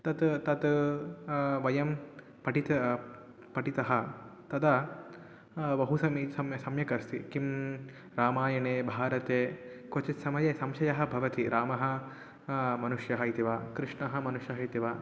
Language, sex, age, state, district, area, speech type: Sanskrit, male, 18-30, Telangana, Mahbubnagar, urban, spontaneous